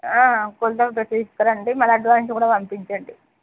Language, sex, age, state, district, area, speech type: Telugu, female, 60+, Andhra Pradesh, Visakhapatnam, urban, conversation